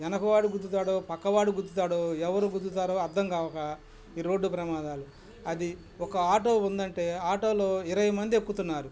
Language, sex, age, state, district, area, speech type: Telugu, male, 60+, Andhra Pradesh, Bapatla, urban, spontaneous